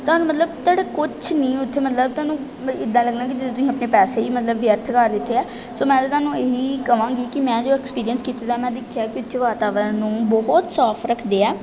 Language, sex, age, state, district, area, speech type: Punjabi, female, 18-30, Punjab, Pathankot, urban, spontaneous